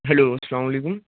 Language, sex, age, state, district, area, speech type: Urdu, male, 18-30, Uttar Pradesh, Rampur, urban, conversation